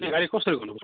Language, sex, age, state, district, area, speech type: Nepali, male, 30-45, West Bengal, Darjeeling, rural, conversation